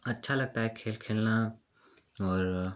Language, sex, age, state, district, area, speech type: Hindi, male, 18-30, Uttar Pradesh, Chandauli, urban, spontaneous